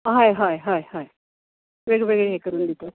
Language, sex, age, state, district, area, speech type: Goan Konkani, female, 45-60, Goa, Canacona, rural, conversation